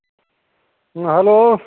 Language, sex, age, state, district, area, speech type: Manipuri, male, 45-60, Manipur, Bishnupur, rural, conversation